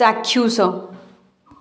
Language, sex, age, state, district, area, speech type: Odia, female, 45-60, Odisha, Balasore, rural, read